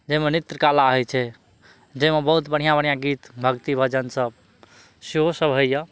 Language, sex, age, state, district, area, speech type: Maithili, male, 30-45, Bihar, Madhubani, rural, spontaneous